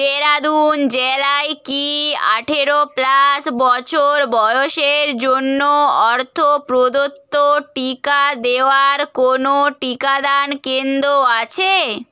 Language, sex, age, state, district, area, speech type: Bengali, female, 30-45, West Bengal, Purba Medinipur, rural, read